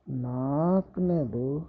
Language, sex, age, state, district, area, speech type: Kannada, male, 45-60, Karnataka, Bidar, urban, spontaneous